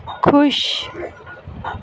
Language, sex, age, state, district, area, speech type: Punjabi, female, 18-30, Punjab, Gurdaspur, urban, read